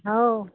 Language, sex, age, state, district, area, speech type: Marathi, female, 30-45, Maharashtra, Washim, rural, conversation